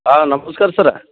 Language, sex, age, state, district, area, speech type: Kannada, male, 45-60, Karnataka, Dharwad, urban, conversation